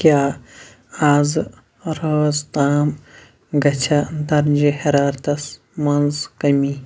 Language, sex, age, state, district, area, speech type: Kashmiri, male, 30-45, Jammu and Kashmir, Shopian, rural, read